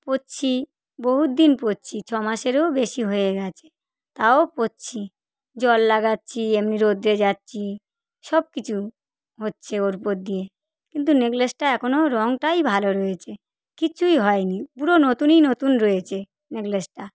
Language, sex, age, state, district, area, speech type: Bengali, female, 45-60, West Bengal, South 24 Parganas, rural, spontaneous